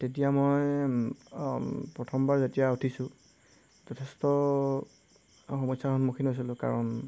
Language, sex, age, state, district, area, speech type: Assamese, male, 18-30, Assam, Golaghat, rural, spontaneous